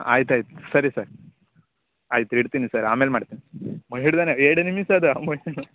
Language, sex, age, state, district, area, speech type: Kannada, male, 18-30, Karnataka, Uttara Kannada, rural, conversation